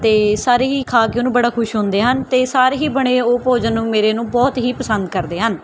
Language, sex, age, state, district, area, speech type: Punjabi, female, 18-30, Punjab, Mohali, rural, spontaneous